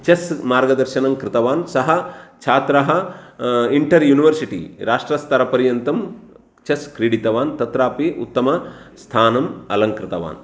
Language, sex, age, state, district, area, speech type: Sanskrit, male, 45-60, Karnataka, Uttara Kannada, urban, spontaneous